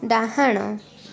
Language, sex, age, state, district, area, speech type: Odia, female, 18-30, Odisha, Puri, urban, read